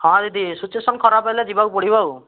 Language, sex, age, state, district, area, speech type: Odia, male, 60+, Odisha, Kandhamal, rural, conversation